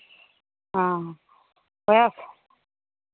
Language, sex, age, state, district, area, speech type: Maithili, female, 30-45, Bihar, Begusarai, rural, conversation